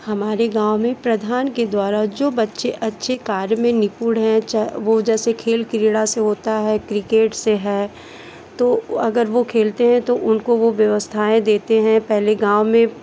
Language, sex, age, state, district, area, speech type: Hindi, female, 30-45, Uttar Pradesh, Chandauli, rural, spontaneous